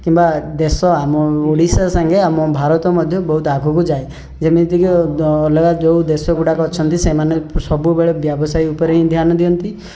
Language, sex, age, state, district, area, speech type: Odia, male, 30-45, Odisha, Rayagada, rural, spontaneous